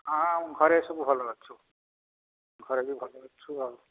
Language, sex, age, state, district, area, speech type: Odia, male, 60+, Odisha, Angul, rural, conversation